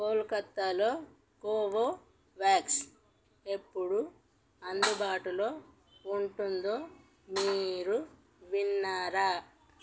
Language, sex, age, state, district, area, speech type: Telugu, female, 45-60, Telangana, Peddapalli, rural, read